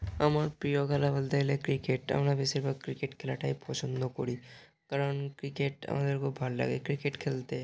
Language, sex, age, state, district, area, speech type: Bengali, male, 18-30, West Bengal, Hooghly, urban, spontaneous